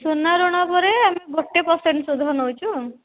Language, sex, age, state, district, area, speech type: Odia, female, 30-45, Odisha, Dhenkanal, rural, conversation